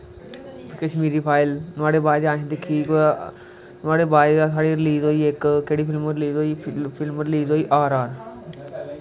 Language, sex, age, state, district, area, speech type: Dogri, male, 18-30, Jammu and Kashmir, Kathua, rural, spontaneous